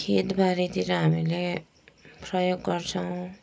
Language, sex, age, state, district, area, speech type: Nepali, female, 30-45, West Bengal, Kalimpong, rural, spontaneous